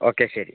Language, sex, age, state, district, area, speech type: Malayalam, male, 30-45, Kerala, Wayanad, rural, conversation